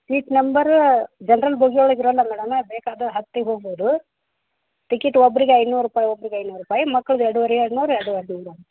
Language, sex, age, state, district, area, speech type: Kannada, female, 45-60, Karnataka, Dharwad, rural, conversation